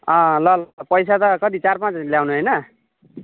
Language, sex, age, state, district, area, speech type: Nepali, male, 30-45, West Bengal, Jalpaiguri, urban, conversation